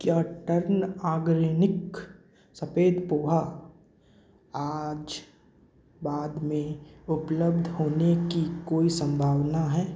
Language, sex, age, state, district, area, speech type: Hindi, male, 18-30, Madhya Pradesh, Bhopal, rural, read